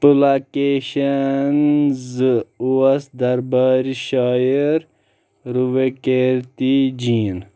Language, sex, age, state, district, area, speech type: Kashmiri, male, 30-45, Jammu and Kashmir, Shopian, rural, read